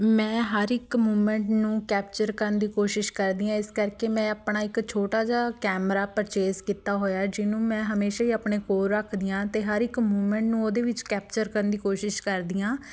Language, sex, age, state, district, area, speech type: Punjabi, female, 18-30, Punjab, Fatehgarh Sahib, urban, spontaneous